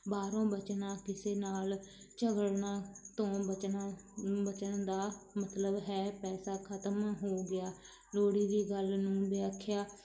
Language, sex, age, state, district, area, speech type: Punjabi, female, 30-45, Punjab, Barnala, urban, spontaneous